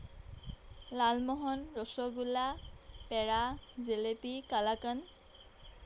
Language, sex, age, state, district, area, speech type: Assamese, female, 18-30, Assam, Golaghat, urban, spontaneous